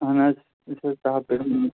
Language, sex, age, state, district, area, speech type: Kashmiri, male, 18-30, Jammu and Kashmir, Pulwama, rural, conversation